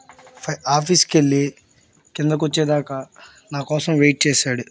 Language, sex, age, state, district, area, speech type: Telugu, male, 18-30, Andhra Pradesh, Bapatla, rural, spontaneous